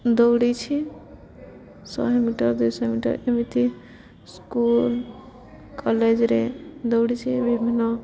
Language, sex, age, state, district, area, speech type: Odia, female, 18-30, Odisha, Subarnapur, urban, spontaneous